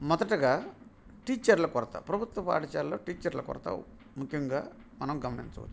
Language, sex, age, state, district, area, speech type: Telugu, male, 45-60, Andhra Pradesh, Bapatla, urban, spontaneous